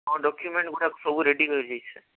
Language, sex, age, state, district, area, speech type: Odia, male, 18-30, Odisha, Nabarangpur, urban, conversation